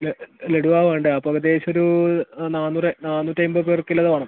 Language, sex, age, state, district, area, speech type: Malayalam, male, 18-30, Kerala, Kasaragod, rural, conversation